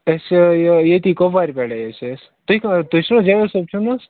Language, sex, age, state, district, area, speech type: Kashmiri, other, 18-30, Jammu and Kashmir, Kupwara, rural, conversation